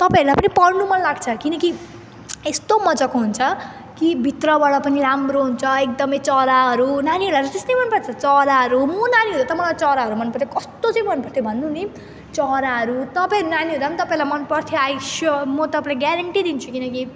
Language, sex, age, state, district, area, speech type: Nepali, female, 18-30, West Bengal, Jalpaiguri, rural, spontaneous